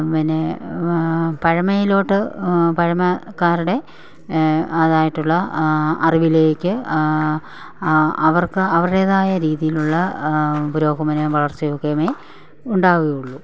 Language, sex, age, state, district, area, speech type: Malayalam, female, 45-60, Kerala, Pathanamthitta, rural, spontaneous